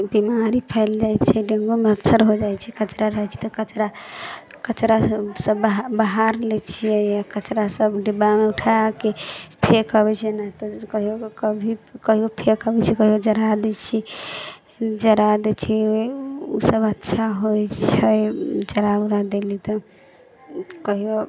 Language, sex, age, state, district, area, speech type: Maithili, female, 18-30, Bihar, Sitamarhi, rural, spontaneous